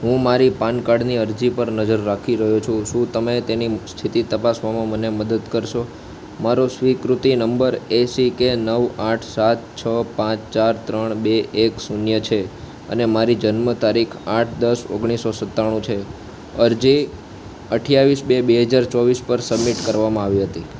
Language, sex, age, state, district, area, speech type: Gujarati, male, 18-30, Gujarat, Ahmedabad, urban, read